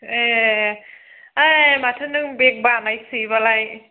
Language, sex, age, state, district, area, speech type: Bodo, female, 18-30, Assam, Udalguri, urban, conversation